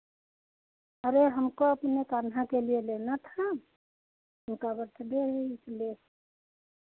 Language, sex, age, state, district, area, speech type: Hindi, female, 60+, Uttar Pradesh, Sitapur, rural, conversation